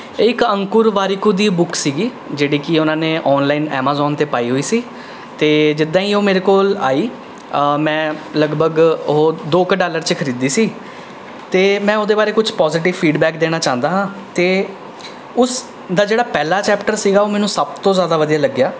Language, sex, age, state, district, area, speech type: Punjabi, male, 18-30, Punjab, Rupnagar, urban, spontaneous